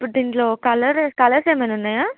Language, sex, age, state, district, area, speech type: Telugu, female, 18-30, Telangana, Adilabad, urban, conversation